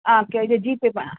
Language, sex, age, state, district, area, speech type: Tamil, female, 30-45, Tamil Nadu, Chennai, urban, conversation